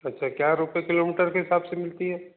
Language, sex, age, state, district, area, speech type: Hindi, male, 45-60, Madhya Pradesh, Balaghat, rural, conversation